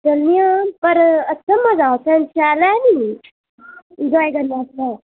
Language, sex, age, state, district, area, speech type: Dogri, female, 18-30, Jammu and Kashmir, Udhampur, rural, conversation